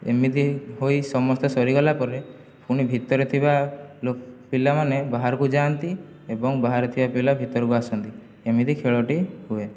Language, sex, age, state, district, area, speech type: Odia, male, 18-30, Odisha, Jajpur, rural, spontaneous